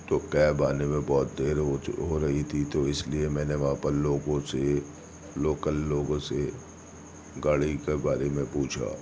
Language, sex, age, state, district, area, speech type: Urdu, male, 30-45, Delhi, Central Delhi, urban, spontaneous